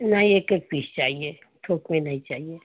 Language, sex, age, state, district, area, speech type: Hindi, female, 45-60, Uttar Pradesh, Chandauli, rural, conversation